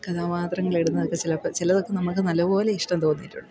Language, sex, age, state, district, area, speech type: Malayalam, female, 30-45, Kerala, Idukki, rural, spontaneous